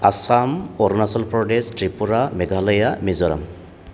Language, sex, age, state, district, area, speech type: Bodo, male, 45-60, Assam, Baksa, urban, spontaneous